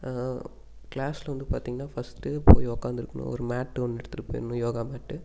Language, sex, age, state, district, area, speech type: Tamil, male, 18-30, Tamil Nadu, Namakkal, rural, spontaneous